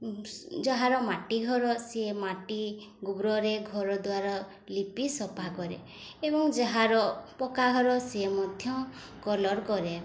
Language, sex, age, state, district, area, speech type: Odia, female, 18-30, Odisha, Mayurbhanj, rural, spontaneous